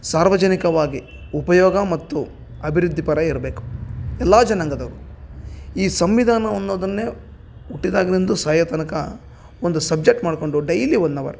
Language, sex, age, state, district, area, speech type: Kannada, male, 30-45, Karnataka, Bellary, rural, spontaneous